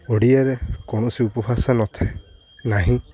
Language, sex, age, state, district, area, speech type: Odia, male, 18-30, Odisha, Jagatsinghpur, urban, spontaneous